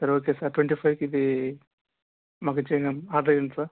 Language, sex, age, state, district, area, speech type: Telugu, male, 18-30, Andhra Pradesh, Sri Balaji, rural, conversation